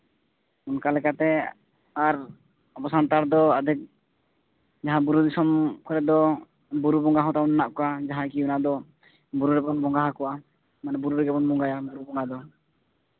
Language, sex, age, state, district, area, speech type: Santali, male, 18-30, Jharkhand, East Singhbhum, rural, conversation